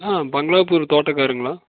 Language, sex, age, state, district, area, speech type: Tamil, male, 18-30, Tamil Nadu, Erode, rural, conversation